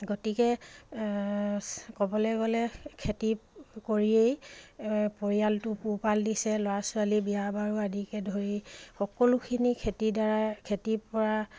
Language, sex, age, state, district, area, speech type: Assamese, female, 45-60, Assam, Dibrugarh, rural, spontaneous